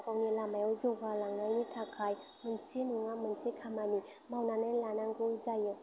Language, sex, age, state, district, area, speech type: Bodo, female, 18-30, Assam, Chirang, urban, spontaneous